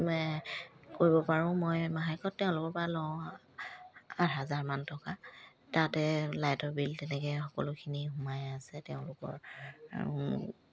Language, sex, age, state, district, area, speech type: Assamese, female, 30-45, Assam, Charaideo, rural, spontaneous